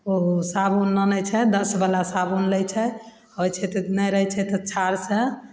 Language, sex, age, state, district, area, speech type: Maithili, female, 45-60, Bihar, Begusarai, rural, spontaneous